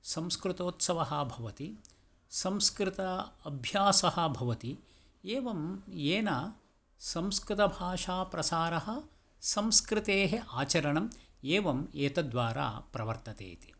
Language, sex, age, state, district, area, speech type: Sanskrit, male, 60+, Karnataka, Tumkur, urban, spontaneous